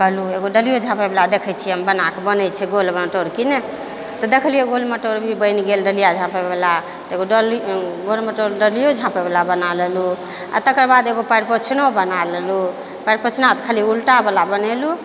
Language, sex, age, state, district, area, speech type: Maithili, female, 45-60, Bihar, Purnia, rural, spontaneous